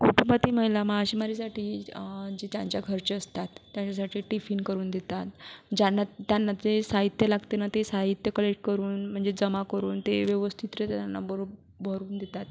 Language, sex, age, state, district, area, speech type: Marathi, female, 30-45, Maharashtra, Buldhana, rural, spontaneous